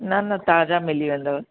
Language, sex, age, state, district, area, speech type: Sindhi, female, 60+, Uttar Pradesh, Lucknow, rural, conversation